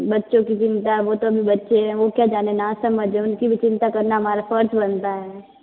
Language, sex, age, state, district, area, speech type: Hindi, female, 30-45, Rajasthan, Jodhpur, urban, conversation